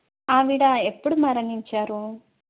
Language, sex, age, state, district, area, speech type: Telugu, female, 30-45, Andhra Pradesh, Krishna, urban, conversation